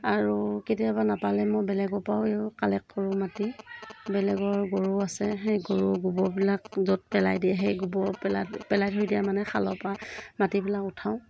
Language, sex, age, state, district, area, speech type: Assamese, female, 30-45, Assam, Morigaon, rural, spontaneous